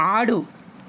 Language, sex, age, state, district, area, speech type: Telugu, male, 45-60, Andhra Pradesh, West Godavari, rural, read